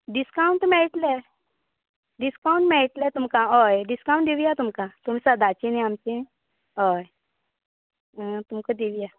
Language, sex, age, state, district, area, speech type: Goan Konkani, female, 18-30, Goa, Canacona, rural, conversation